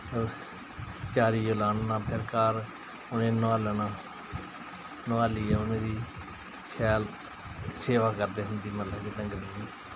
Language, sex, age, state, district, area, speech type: Dogri, male, 45-60, Jammu and Kashmir, Jammu, rural, spontaneous